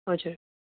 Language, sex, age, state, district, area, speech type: Nepali, female, 45-60, West Bengal, Darjeeling, rural, conversation